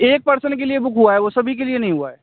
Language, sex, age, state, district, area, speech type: Hindi, male, 18-30, Rajasthan, Bharatpur, rural, conversation